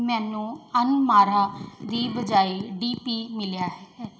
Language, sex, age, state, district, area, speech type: Punjabi, female, 30-45, Punjab, Mansa, urban, read